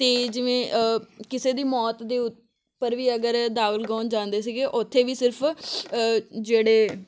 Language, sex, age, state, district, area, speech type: Punjabi, female, 18-30, Punjab, Amritsar, urban, spontaneous